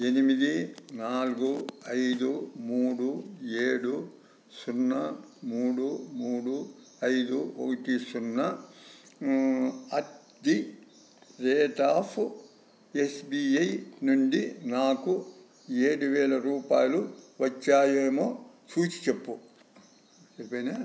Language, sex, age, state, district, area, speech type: Telugu, male, 60+, Andhra Pradesh, Sri Satya Sai, urban, read